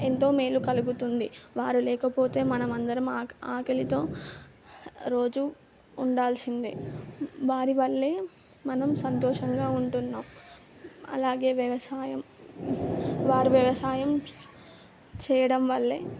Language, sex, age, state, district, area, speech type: Telugu, female, 18-30, Telangana, Mahbubnagar, urban, spontaneous